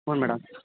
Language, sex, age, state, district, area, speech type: Kannada, male, 18-30, Karnataka, Chitradurga, rural, conversation